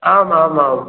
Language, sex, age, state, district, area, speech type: Sanskrit, male, 45-60, Uttar Pradesh, Prayagraj, urban, conversation